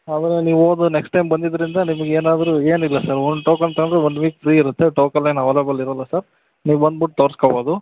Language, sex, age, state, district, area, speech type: Kannada, male, 45-60, Karnataka, Chitradurga, rural, conversation